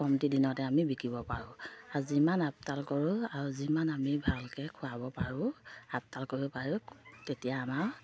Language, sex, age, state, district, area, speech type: Assamese, female, 30-45, Assam, Sivasagar, rural, spontaneous